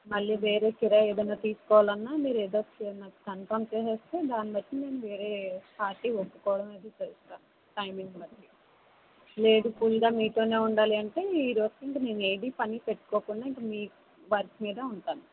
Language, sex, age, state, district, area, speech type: Telugu, female, 18-30, Andhra Pradesh, Kakinada, urban, conversation